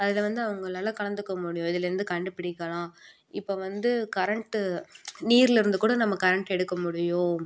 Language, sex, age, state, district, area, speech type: Tamil, female, 18-30, Tamil Nadu, Perambalur, urban, spontaneous